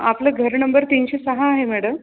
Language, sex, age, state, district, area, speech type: Marathi, female, 18-30, Maharashtra, Buldhana, rural, conversation